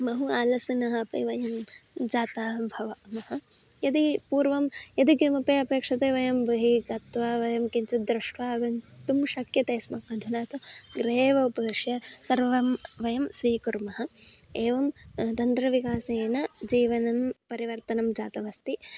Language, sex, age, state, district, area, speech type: Sanskrit, female, 18-30, Karnataka, Hassan, urban, spontaneous